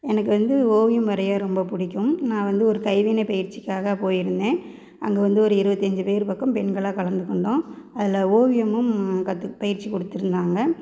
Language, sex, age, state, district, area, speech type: Tamil, female, 30-45, Tamil Nadu, Namakkal, rural, spontaneous